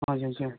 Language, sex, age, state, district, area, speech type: Nepali, male, 18-30, West Bengal, Darjeeling, rural, conversation